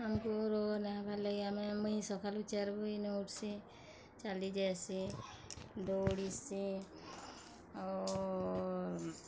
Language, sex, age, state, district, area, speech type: Odia, female, 30-45, Odisha, Bargarh, urban, spontaneous